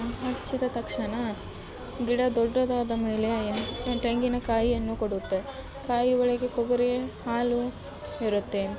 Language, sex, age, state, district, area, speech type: Kannada, female, 18-30, Karnataka, Gadag, urban, spontaneous